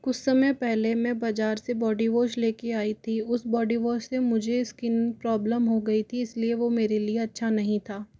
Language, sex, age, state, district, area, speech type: Hindi, male, 60+, Rajasthan, Jaipur, urban, spontaneous